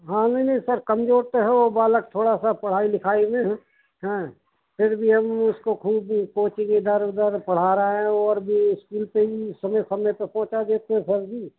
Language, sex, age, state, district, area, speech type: Hindi, male, 45-60, Madhya Pradesh, Hoshangabad, rural, conversation